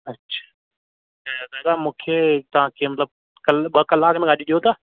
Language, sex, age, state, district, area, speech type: Sindhi, male, 18-30, Rajasthan, Ajmer, urban, conversation